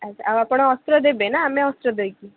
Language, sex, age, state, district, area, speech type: Odia, female, 18-30, Odisha, Cuttack, urban, conversation